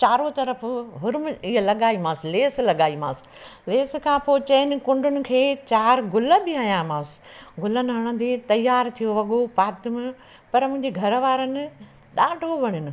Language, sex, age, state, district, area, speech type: Sindhi, female, 60+, Madhya Pradesh, Katni, urban, spontaneous